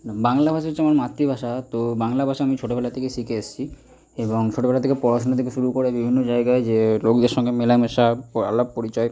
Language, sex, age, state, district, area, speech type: Bengali, male, 30-45, West Bengal, Purba Bardhaman, rural, spontaneous